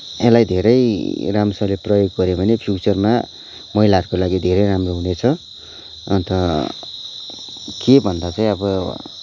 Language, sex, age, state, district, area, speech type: Nepali, male, 30-45, West Bengal, Kalimpong, rural, spontaneous